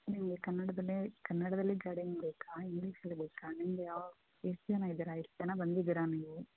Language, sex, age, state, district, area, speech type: Kannada, female, 30-45, Karnataka, Chitradurga, rural, conversation